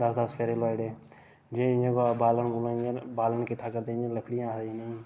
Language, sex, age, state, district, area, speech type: Dogri, male, 18-30, Jammu and Kashmir, Reasi, urban, spontaneous